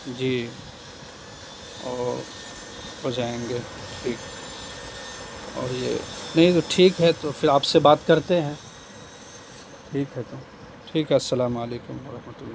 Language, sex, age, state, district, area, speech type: Urdu, male, 18-30, Bihar, Madhubani, rural, spontaneous